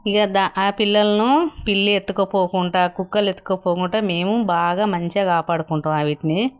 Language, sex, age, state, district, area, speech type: Telugu, female, 60+, Telangana, Jagtial, rural, spontaneous